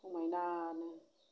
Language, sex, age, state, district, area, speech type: Bodo, female, 30-45, Assam, Kokrajhar, rural, spontaneous